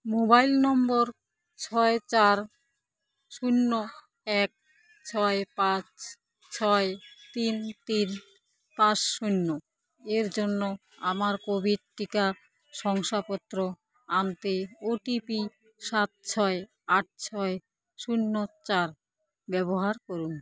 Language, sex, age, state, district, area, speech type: Bengali, female, 30-45, West Bengal, Alipurduar, rural, read